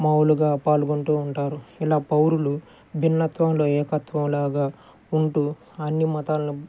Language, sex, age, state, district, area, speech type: Telugu, male, 30-45, Andhra Pradesh, Guntur, urban, spontaneous